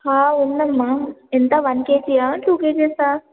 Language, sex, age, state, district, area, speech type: Telugu, female, 18-30, Telangana, Warangal, rural, conversation